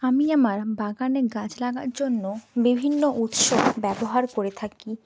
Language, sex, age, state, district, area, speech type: Bengali, female, 30-45, West Bengal, Purba Medinipur, rural, spontaneous